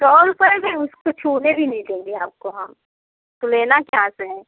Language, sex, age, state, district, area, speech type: Hindi, female, 18-30, Uttar Pradesh, Prayagraj, rural, conversation